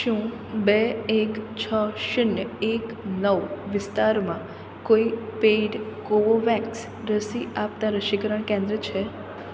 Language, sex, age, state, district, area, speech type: Gujarati, female, 18-30, Gujarat, Surat, urban, read